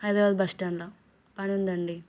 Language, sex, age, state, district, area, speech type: Telugu, female, 18-30, Telangana, Nirmal, rural, spontaneous